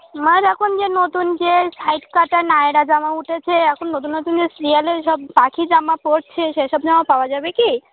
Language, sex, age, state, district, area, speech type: Bengali, female, 18-30, West Bengal, North 24 Parganas, rural, conversation